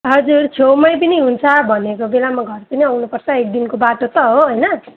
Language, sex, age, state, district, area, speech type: Nepali, female, 18-30, West Bengal, Alipurduar, urban, conversation